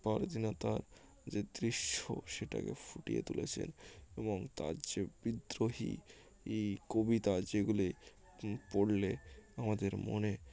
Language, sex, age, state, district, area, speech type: Bengali, male, 18-30, West Bengal, Uttar Dinajpur, urban, spontaneous